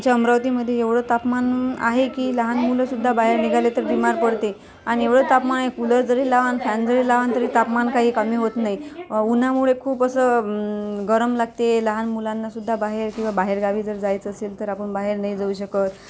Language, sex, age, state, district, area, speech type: Marathi, female, 30-45, Maharashtra, Amravati, urban, spontaneous